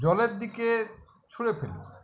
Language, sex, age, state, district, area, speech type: Bengali, male, 45-60, West Bengal, Uttar Dinajpur, rural, spontaneous